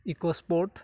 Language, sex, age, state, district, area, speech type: Assamese, male, 18-30, Assam, Majuli, urban, spontaneous